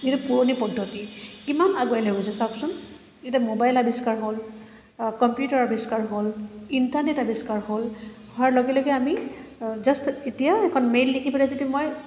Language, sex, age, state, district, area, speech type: Assamese, female, 30-45, Assam, Kamrup Metropolitan, urban, spontaneous